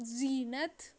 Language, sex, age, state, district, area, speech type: Kashmiri, female, 18-30, Jammu and Kashmir, Shopian, rural, spontaneous